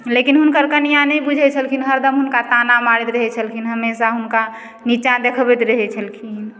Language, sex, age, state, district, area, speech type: Maithili, female, 45-60, Bihar, Madhubani, rural, spontaneous